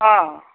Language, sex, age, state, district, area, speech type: Assamese, female, 60+, Assam, Majuli, rural, conversation